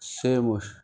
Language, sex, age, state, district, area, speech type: Urdu, male, 45-60, Uttar Pradesh, Rampur, urban, spontaneous